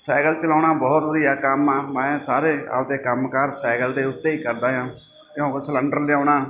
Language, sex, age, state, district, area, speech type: Punjabi, male, 45-60, Punjab, Mansa, urban, spontaneous